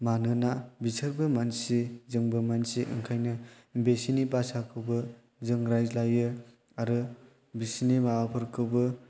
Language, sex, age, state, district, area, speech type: Bodo, male, 18-30, Assam, Chirang, rural, spontaneous